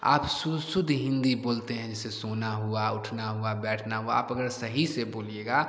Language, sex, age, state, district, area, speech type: Hindi, male, 18-30, Bihar, Samastipur, rural, spontaneous